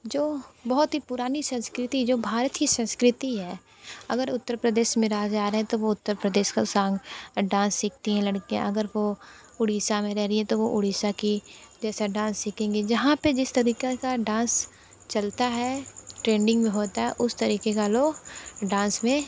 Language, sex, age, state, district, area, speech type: Hindi, female, 60+, Uttar Pradesh, Sonbhadra, rural, spontaneous